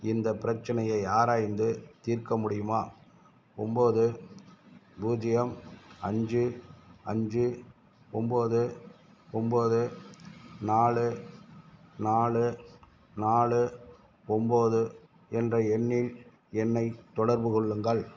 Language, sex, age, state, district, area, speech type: Tamil, male, 60+, Tamil Nadu, Madurai, rural, read